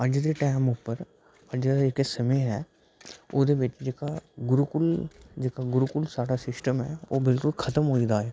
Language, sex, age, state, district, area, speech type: Dogri, male, 30-45, Jammu and Kashmir, Udhampur, urban, spontaneous